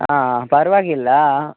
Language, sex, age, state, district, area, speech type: Kannada, male, 18-30, Karnataka, Dakshina Kannada, rural, conversation